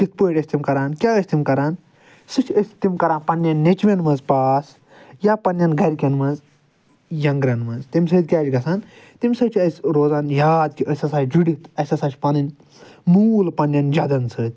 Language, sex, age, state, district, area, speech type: Kashmiri, male, 45-60, Jammu and Kashmir, Srinagar, urban, spontaneous